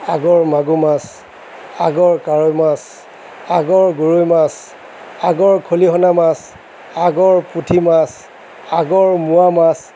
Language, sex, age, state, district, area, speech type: Assamese, male, 60+, Assam, Nagaon, rural, spontaneous